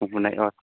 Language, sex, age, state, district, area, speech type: Bodo, male, 18-30, Assam, Baksa, rural, conversation